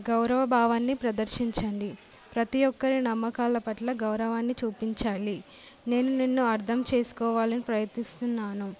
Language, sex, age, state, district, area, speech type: Telugu, female, 18-30, Telangana, Jangaon, urban, spontaneous